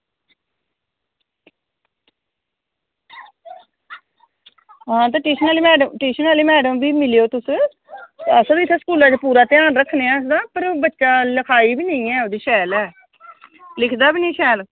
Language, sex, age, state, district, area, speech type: Dogri, female, 60+, Jammu and Kashmir, Samba, urban, conversation